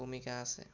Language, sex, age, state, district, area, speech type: Assamese, male, 18-30, Assam, Sonitpur, rural, spontaneous